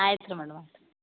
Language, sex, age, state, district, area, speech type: Kannada, female, 60+, Karnataka, Belgaum, rural, conversation